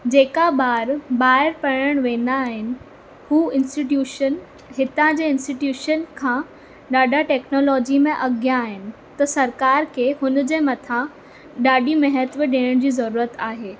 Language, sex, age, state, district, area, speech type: Sindhi, female, 18-30, Maharashtra, Mumbai Suburban, urban, spontaneous